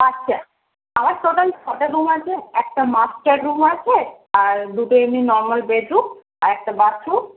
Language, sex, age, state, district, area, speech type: Bengali, female, 18-30, West Bengal, Darjeeling, urban, conversation